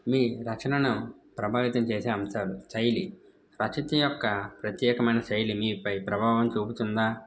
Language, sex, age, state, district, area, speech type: Telugu, male, 18-30, Andhra Pradesh, N T Rama Rao, rural, spontaneous